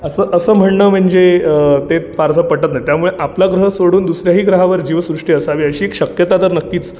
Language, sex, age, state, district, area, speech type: Marathi, male, 30-45, Maharashtra, Ratnagiri, urban, spontaneous